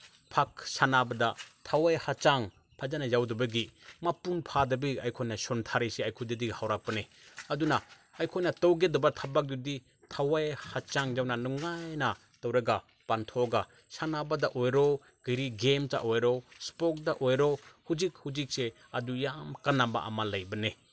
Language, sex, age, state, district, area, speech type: Manipuri, male, 45-60, Manipur, Senapati, rural, spontaneous